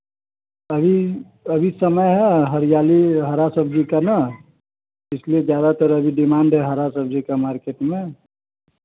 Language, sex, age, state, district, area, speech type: Hindi, male, 30-45, Bihar, Vaishali, urban, conversation